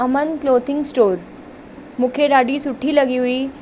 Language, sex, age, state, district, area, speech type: Sindhi, female, 18-30, Delhi, South Delhi, urban, spontaneous